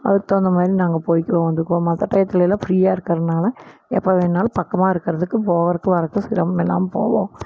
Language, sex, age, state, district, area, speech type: Tamil, female, 45-60, Tamil Nadu, Erode, rural, spontaneous